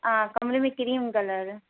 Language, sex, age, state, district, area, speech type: Hindi, female, 60+, Uttar Pradesh, Hardoi, rural, conversation